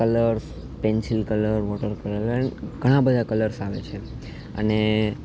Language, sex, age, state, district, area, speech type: Gujarati, male, 18-30, Gujarat, Junagadh, urban, spontaneous